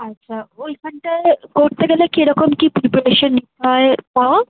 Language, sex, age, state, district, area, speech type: Bengali, female, 18-30, West Bengal, Kolkata, urban, conversation